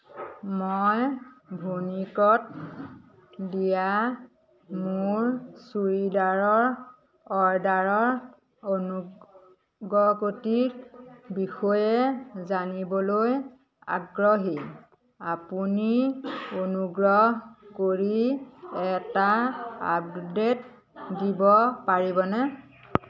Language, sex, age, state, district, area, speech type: Assamese, female, 45-60, Assam, Majuli, urban, read